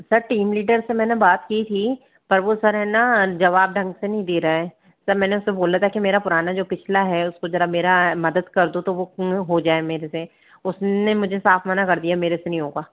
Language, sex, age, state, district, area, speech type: Hindi, female, 45-60, Rajasthan, Jaipur, urban, conversation